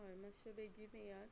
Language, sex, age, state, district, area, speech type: Goan Konkani, female, 30-45, Goa, Quepem, rural, spontaneous